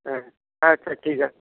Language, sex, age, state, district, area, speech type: Bengali, male, 60+, West Bengal, Dakshin Dinajpur, rural, conversation